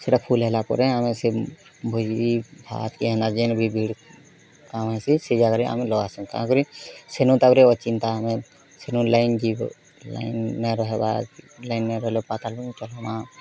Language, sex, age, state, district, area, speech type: Odia, male, 18-30, Odisha, Bargarh, urban, spontaneous